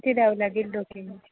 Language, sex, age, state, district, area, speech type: Marathi, female, 18-30, Maharashtra, Gondia, rural, conversation